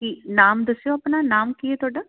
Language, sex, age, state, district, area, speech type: Punjabi, female, 45-60, Punjab, Jalandhar, urban, conversation